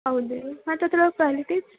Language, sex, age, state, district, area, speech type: Kannada, female, 18-30, Karnataka, Belgaum, rural, conversation